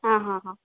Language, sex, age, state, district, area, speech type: Kannada, female, 30-45, Karnataka, Gulbarga, urban, conversation